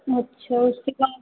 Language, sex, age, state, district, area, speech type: Hindi, female, 18-30, Uttar Pradesh, Jaunpur, urban, conversation